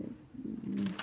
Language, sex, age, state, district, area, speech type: Assamese, female, 30-45, Assam, Charaideo, rural, spontaneous